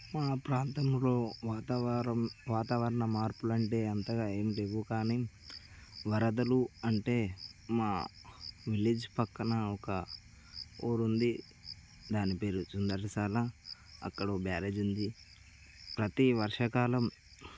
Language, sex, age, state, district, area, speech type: Telugu, male, 18-30, Telangana, Nirmal, rural, spontaneous